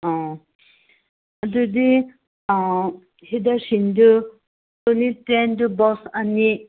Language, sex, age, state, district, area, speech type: Manipuri, female, 45-60, Manipur, Senapati, rural, conversation